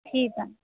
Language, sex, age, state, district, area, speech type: Punjabi, female, 30-45, Punjab, Muktsar, urban, conversation